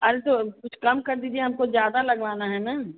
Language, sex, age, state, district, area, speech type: Hindi, female, 60+, Uttar Pradesh, Azamgarh, rural, conversation